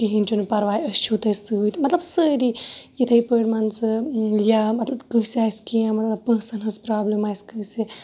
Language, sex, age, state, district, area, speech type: Kashmiri, female, 30-45, Jammu and Kashmir, Shopian, rural, spontaneous